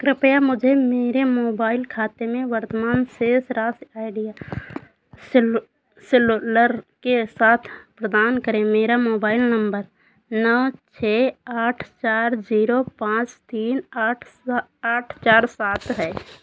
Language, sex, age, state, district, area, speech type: Hindi, female, 30-45, Uttar Pradesh, Sitapur, rural, read